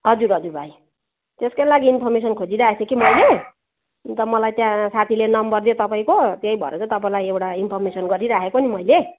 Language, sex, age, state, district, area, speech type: Nepali, female, 45-60, West Bengal, Jalpaiguri, urban, conversation